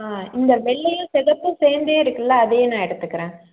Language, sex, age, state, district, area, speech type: Tamil, female, 18-30, Tamil Nadu, Chengalpattu, urban, conversation